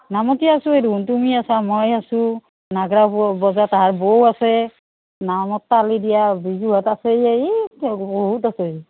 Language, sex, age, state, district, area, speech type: Assamese, female, 45-60, Assam, Udalguri, rural, conversation